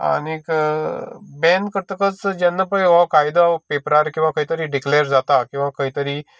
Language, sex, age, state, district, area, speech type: Goan Konkani, male, 45-60, Goa, Canacona, rural, spontaneous